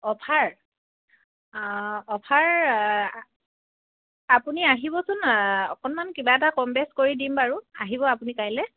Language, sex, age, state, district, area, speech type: Assamese, female, 30-45, Assam, Dhemaji, urban, conversation